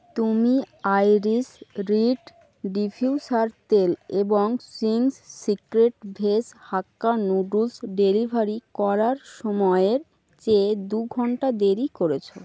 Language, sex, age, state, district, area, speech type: Bengali, female, 18-30, West Bengal, North 24 Parganas, rural, read